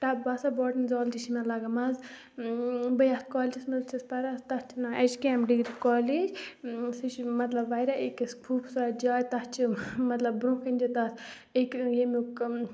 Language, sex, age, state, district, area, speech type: Kashmiri, female, 18-30, Jammu and Kashmir, Kupwara, rural, spontaneous